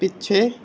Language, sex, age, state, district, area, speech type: Punjabi, male, 18-30, Punjab, Bathinda, rural, read